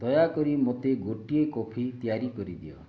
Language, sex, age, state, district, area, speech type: Odia, male, 30-45, Odisha, Bargarh, rural, read